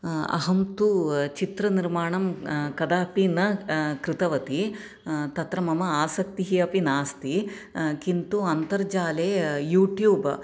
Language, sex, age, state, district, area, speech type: Sanskrit, female, 30-45, Kerala, Ernakulam, urban, spontaneous